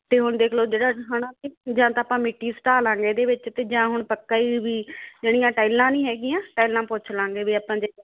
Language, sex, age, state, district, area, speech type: Punjabi, female, 45-60, Punjab, Muktsar, urban, conversation